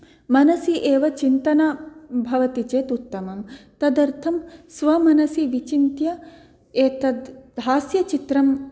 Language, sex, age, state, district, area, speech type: Sanskrit, female, 18-30, Karnataka, Dakshina Kannada, rural, spontaneous